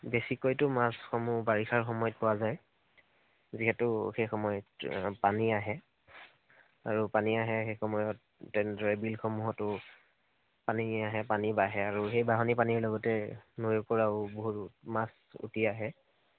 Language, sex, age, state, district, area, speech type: Assamese, male, 18-30, Assam, Majuli, urban, conversation